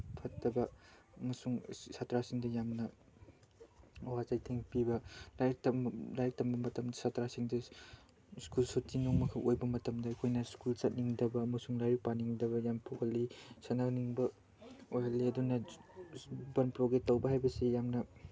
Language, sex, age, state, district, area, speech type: Manipuri, male, 18-30, Manipur, Chandel, rural, spontaneous